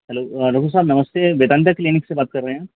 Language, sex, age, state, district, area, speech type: Hindi, male, 45-60, Madhya Pradesh, Hoshangabad, rural, conversation